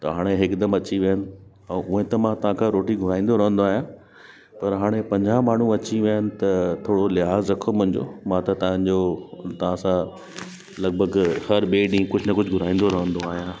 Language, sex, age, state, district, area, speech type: Sindhi, male, 30-45, Delhi, South Delhi, urban, spontaneous